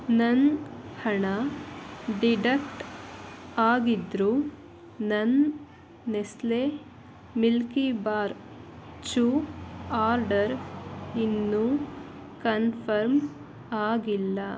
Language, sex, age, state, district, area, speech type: Kannada, female, 60+, Karnataka, Chikkaballapur, rural, read